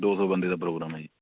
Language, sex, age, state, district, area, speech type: Punjabi, male, 30-45, Punjab, Patiala, rural, conversation